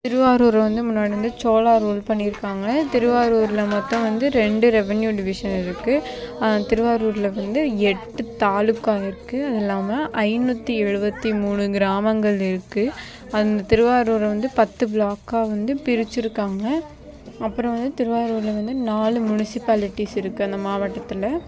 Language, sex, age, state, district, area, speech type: Tamil, female, 30-45, Tamil Nadu, Tiruvarur, rural, spontaneous